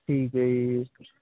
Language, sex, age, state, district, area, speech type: Punjabi, male, 18-30, Punjab, Hoshiarpur, rural, conversation